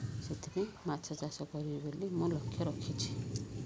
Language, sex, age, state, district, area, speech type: Odia, female, 45-60, Odisha, Ganjam, urban, spontaneous